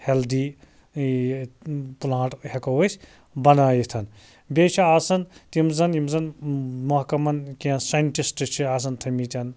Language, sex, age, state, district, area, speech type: Kashmiri, male, 30-45, Jammu and Kashmir, Anantnag, rural, spontaneous